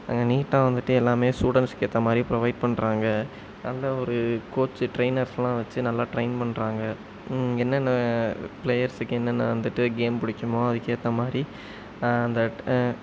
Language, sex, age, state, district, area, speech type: Tamil, male, 18-30, Tamil Nadu, Sivaganga, rural, spontaneous